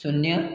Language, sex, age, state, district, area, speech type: Hindi, male, 18-30, Rajasthan, Jodhpur, urban, read